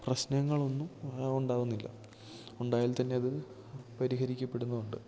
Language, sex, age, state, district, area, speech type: Malayalam, male, 18-30, Kerala, Idukki, rural, spontaneous